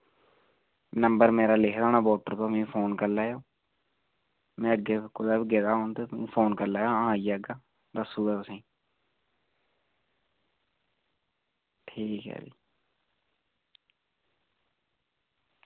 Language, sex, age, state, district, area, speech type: Dogri, male, 18-30, Jammu and Kashmir, Reasi, rural, conversation